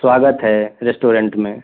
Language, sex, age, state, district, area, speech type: Hindi, male, 30-45, Uttar Pradesh, Prayagraj, urban, conversation